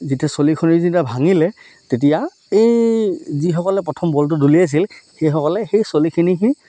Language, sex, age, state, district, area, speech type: Assamese, male, 30-45, Assam, Dhemaji, rural, spontaneous